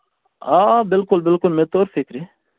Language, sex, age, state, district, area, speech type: Kashmiri, male, 30-45, Jammu and Kashmir, Kupwara, rural, conversation